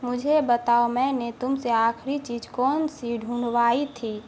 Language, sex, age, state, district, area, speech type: Urdu, female, 18-30, Bihar, Saharsa, rural, read